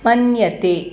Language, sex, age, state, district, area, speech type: Sanskrit, female, 45-60, Tamil Nadu, Thanjavur, urban, read